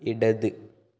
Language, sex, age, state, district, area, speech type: Malayalam, male, 18-30, Kerala, Kannur, rural, read